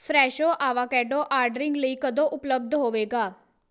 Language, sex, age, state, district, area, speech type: Punjabi, female, 18-30, Punjab, Patiala, rural, read